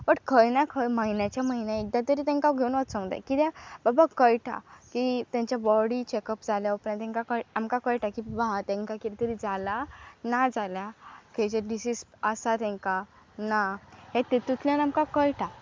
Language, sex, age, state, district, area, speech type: Goan Konkani, female, 18-30, Goa, Pernem, rural, spontaneous